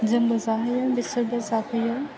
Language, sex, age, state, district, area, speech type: Bodo, female, 18-30, Assam, Chirang, urban, spontaneous